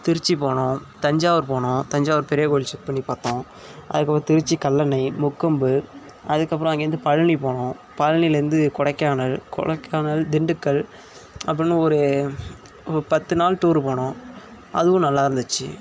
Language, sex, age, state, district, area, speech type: Tamil, male, 18-30, Tamil Nadu, Tiruvarur, rural, spontaneous